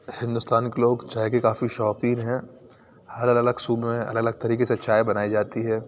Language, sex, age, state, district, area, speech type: Urdu, male, 30-45, Uttar Pradesh, Aligarh, rural, spontaneous